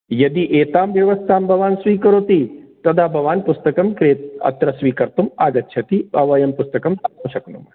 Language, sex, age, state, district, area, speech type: Sanskrit, male, 45-60, Rajasthan, Jaipur, urban, conversation